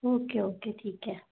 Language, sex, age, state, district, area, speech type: Hindi, female, 45-60, Madhya Pradesh, Bhopal, urban, conversation